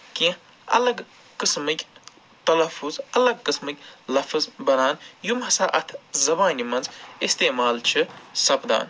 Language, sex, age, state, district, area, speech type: Kashmiri, male, 45-60, Jammu and Kashmir, Ganderbal, urban, spontaneous